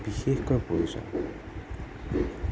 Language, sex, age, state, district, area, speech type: Assamese, male, 18-30, Assam, Nagaon, rural, spontaneous